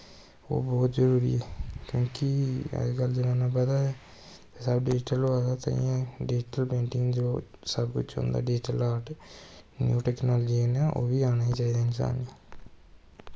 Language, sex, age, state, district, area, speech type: Dogri, male, 18-30, Jammu and Kashmir, Kathua, rural, spontaneous